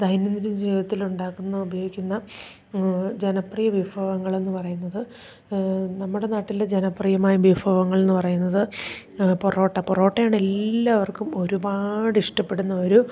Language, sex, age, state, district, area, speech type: Malayalam, female, 30-45, Kerala, Idukki, rural, spontaneous